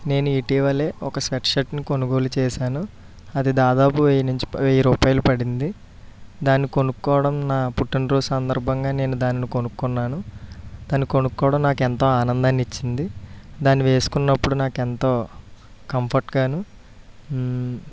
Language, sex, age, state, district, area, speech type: Telugu, male, 30-45, Andhra Pradesh, East Godavari, rural, spontaneous